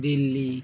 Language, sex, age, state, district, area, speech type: Bengali, male, 18-30, West Bengal, Birbhum, urban, spontaneous